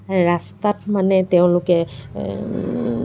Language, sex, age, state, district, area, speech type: Assamese, female, 60+, Assam, Dibrugarh, rural, spontaneous